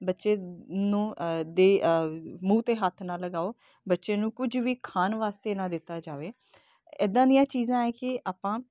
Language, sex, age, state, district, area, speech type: Punjabi, female, 30-45, Punjab, Kapurthala, urban, spontaneous